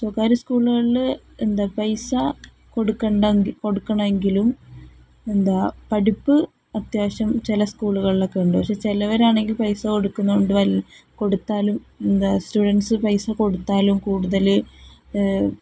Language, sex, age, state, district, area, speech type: Malayalam, female, 18-30, Kerala, Palakkad, rural, spontaneous